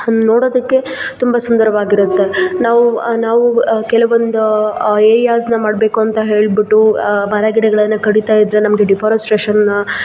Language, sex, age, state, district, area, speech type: Kannada, female, 18-30, Karnataka, Kolar, rural, spontaneous